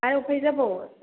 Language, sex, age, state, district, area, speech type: Bodo, female, 18-30, Assam, Kokrajhar, rural, conversation